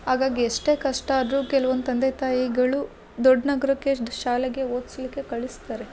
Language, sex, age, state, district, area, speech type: Kannada, female, 30-45, Karnataka, Hassan, urban, spontaneous